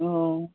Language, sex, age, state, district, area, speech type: Manipuri, female, 60+, Manipur, Kangpokpi, urban, conversation